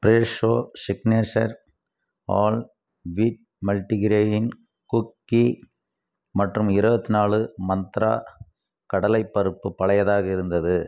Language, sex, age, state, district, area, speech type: Tamil, male, 60+, Tamil Nadu, Krishnagiri, rural, read